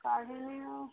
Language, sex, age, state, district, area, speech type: Odia, female, 30-45, Odisha, Subarnapur, urban, conversation